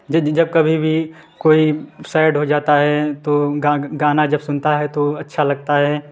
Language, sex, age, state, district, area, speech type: Hindi, male, 18-30, Uttar Pradesh, Prayagraj, urban, spontaneous